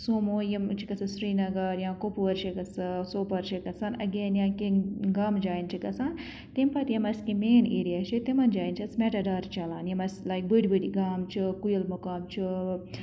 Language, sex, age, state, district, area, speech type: Kashmiri, female, 18-30, Jammu and Kashmir, Bandipora, rural, spontaneous